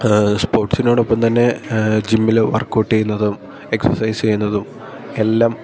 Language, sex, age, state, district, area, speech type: Malayalam, male, 18-30, Kerala, Idukki, rural, spontaneous